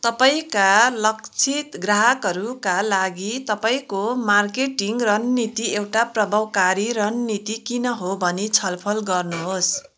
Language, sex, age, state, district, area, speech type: Nepali, female, 45-60, West Bengal, Kalimpong, rural, read